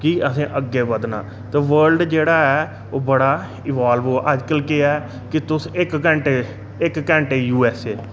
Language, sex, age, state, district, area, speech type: Dogri, male, 30-45, Jammu and Kashmir, Reasi, urban, spontaneous